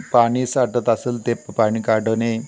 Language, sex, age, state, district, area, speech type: Marathi, male, 60+, Maharashtra, Satara, rural, spontaneous